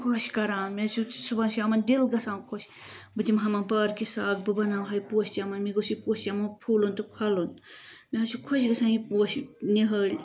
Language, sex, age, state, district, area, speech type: Kashmiri, female, 45-60, Jammu and Kashmir, Ganderbal, rural, spontaneous